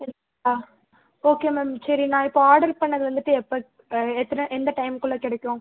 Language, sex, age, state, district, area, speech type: Tamil, male, 45-60, Tamil Nadu, Ariyalur, rural, conversation